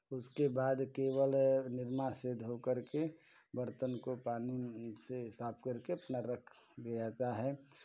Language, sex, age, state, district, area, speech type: Hindi, male, 45-60, Uttar Pradesh, Chandauli, urban, spontaneous